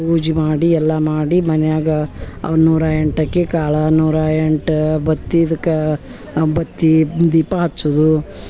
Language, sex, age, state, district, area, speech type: Kannada, female, 60+, Karnataka, Dharwad, rural, spontaneous